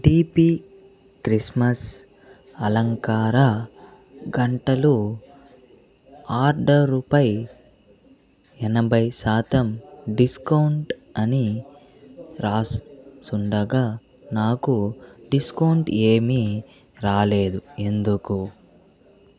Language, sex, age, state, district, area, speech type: Telugu, male, 18-30, Andhra Pradesh, Chittoor, rural, read